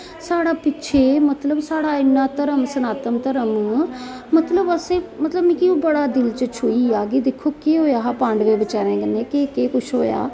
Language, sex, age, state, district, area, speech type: Dogri, female, 45-60, Jammu and Kashmir, Jammu, urban, spontaneous